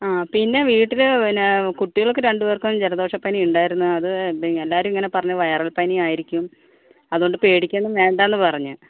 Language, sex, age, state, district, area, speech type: Malayalam, female, 60+, Kerala, Kozhikode, urban, conversation